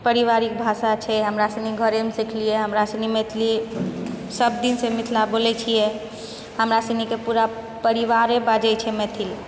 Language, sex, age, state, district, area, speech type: Maithili, female, 30-45, Bihar, Purnia, urban, spontaneous